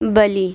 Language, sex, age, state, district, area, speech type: Urdu, female, 18-30, Delhi, Central Delhi, urban, read